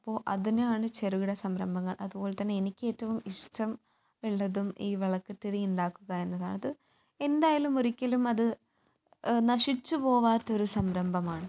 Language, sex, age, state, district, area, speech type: Malayalam, female, 18-30, Kerala, Kannur, urban, spontaneous